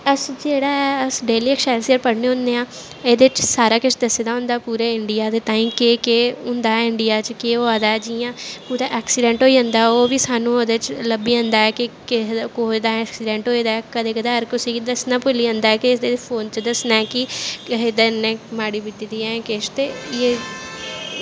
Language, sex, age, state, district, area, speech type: Dogri, female, 18-30, Jammu and Kashmir, Jammu, urban, spontaneous